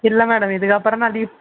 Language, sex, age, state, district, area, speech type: Tamil, female, 18-30, Tamil Nadu, Vellore, urban, conversation